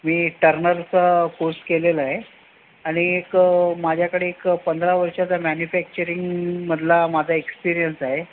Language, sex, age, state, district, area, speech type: Marathi, male, 45-60, Maharashtra, Raigad, urban, conversation